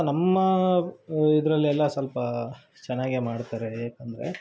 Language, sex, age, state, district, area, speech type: Kannada, male, 18-30, Karnataka, Shimoga, urban, spontaneous